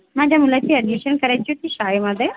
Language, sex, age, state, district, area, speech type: Marathi, female, 18-30, Maharashtra, Yavatmal, rural, conversation